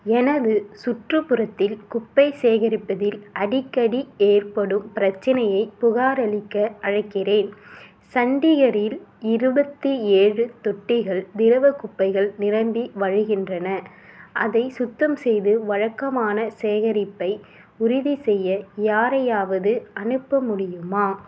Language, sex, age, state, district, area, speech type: Tamil, female, 18-30, Tamil Nadu, Ariyalur, rural, read